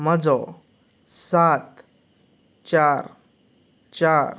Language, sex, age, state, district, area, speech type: Goan Konkani, male, 18-30, Goa, Canacona, rural, read